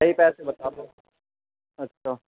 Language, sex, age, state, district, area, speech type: Urdu, male, 18-30, Delhi, East Delhi, urban, conversation